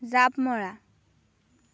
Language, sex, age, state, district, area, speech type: Assamese, female, 18-30, Assam, Dhemaji, rural, read